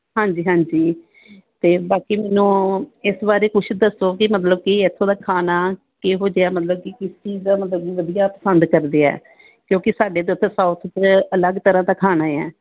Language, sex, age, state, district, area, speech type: Punjabi, female, 45-60, Punjab, Gurdaspur, urban, conversation